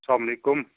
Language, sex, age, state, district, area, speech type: Kashmiri, male, 30-45, Jammu and Kashmir, Srinagar, urban, conversation